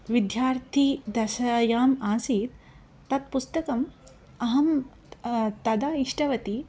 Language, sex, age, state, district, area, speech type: Sanskrit, female, 30-45, Andhra Pradesh, Krishna, urban, spontaneous